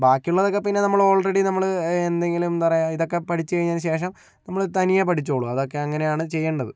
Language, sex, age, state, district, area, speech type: Malayalam, male, 60+, Kerala, Kozhikode, urban, spontaneous